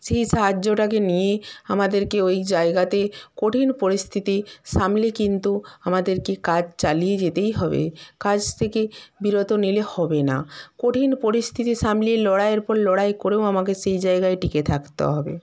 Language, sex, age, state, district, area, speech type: Bengali, female, 60+, West Bengal, Purba Medinipur, rural, spontaneous